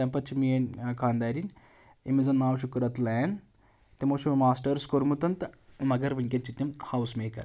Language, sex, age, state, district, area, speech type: Kashmiri, male, 30-45, Jammu and Kashmir, Anantnag, rural, spontaneous